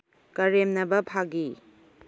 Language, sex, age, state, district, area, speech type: Manipuri, female, 30-45, Manipur, Kangpokpi, urban, read